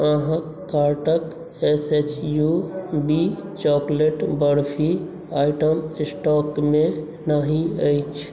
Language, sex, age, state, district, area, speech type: Maithili, male, 18-30, Bihar, Madhubani, rural, read